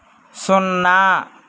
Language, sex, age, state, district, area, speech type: Telugu, male, 18-30, Andhra Pradesh, Srikakulam, urban, read